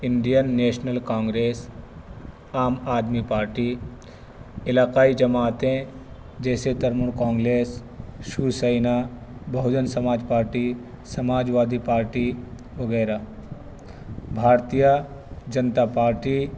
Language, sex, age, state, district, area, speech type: Urdu, male, 30-45, Delhi, North East Delhi, urban, spontaneous